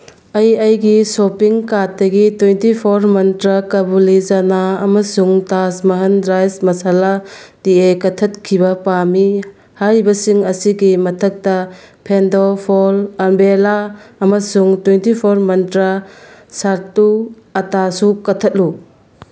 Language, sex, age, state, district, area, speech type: Manipuri, female, 30-45, Manipur, Bishnupur, rural, read